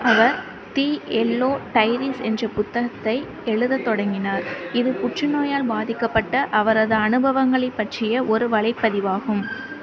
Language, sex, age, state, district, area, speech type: Tamil, female, 18-30, Tamil Nadu, Sivaganga, rural, read